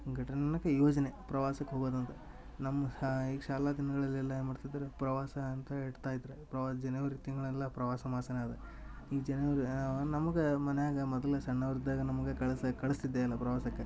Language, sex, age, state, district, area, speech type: Kannada, male, 18-30, Karnataka, Dharwad, rural, spontaneous